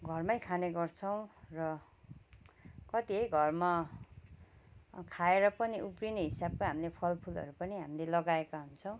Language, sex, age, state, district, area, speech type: Nepali, female, 45-60, West Bengal, Kalimpong, rural, spontaneous